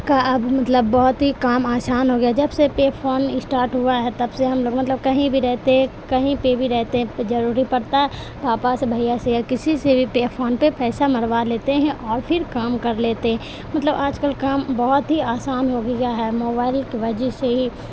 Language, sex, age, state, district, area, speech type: Urdu, female, 18-30, Bihar, Supaul, rural, spontaneous